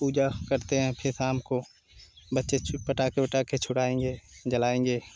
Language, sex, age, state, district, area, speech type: Hindi, male, 30-45, Uttar Pradesh, Jaunpur, rural, spontaneous